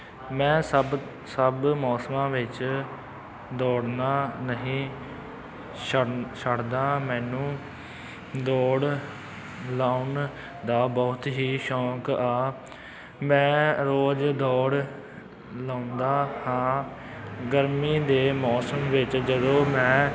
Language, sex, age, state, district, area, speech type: Punjabi, male, 18-30, Punjab, Amritsar, rural, spontaneous